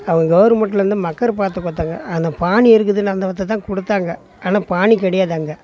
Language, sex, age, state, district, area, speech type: Tamil, male, 60+, Tamil Nadu, Tiruvannamalai, rural, spontaneous